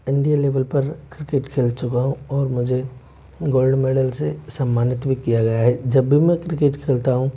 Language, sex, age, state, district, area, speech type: Hindi, male, 18-30, Rajasthan, Jaipur, urban, spontaneous